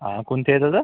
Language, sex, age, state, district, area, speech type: Marathi, male, 30-45, Maharashtra, Amravati, rural, conversation